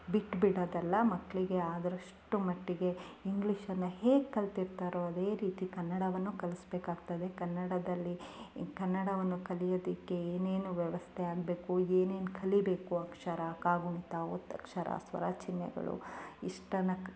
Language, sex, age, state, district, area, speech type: Kannada, female, 30-45, Karnataka, Chikkamagaluru, rural, spontaneous